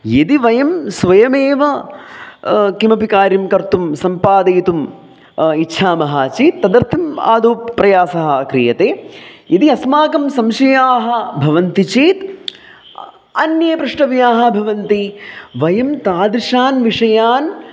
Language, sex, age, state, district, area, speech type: Sanskrit, male, 30-45, Kerala, Palakkad, urban, spontaneous